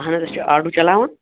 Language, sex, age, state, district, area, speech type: Kashmiri, male, 18-30, Jammu and Kashmir, Shopian, urban, conversation